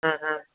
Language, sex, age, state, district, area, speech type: Sindhi, male, 30-45, Gujarat, Kutch, urban, conversation